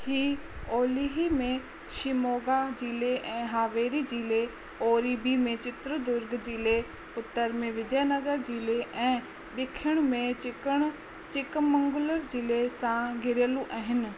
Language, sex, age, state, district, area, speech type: Sindhi, female, 30-45, Rajasthan, Ajmer, urban, read